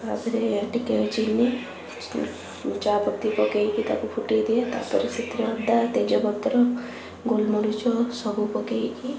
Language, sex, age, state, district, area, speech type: Odia, female, 18-30, Odisha, Cuttack, urban, spontaneous